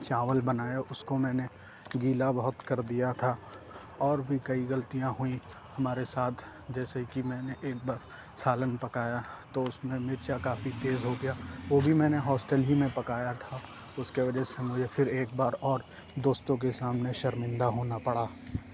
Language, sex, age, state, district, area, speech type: Urdu, male, 18-30, Uttar Pradesh, Lucknow, urban, spontaneous